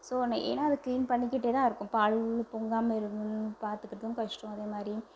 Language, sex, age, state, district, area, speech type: Tamil, female, 45-60, Tamil Nadu, Pudukkottai, urban, spontaneous